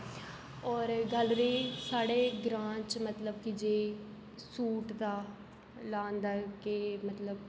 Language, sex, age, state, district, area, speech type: Dogri, female, 18-30, Jammu and Kashmir, Jammu, urban, spontaneous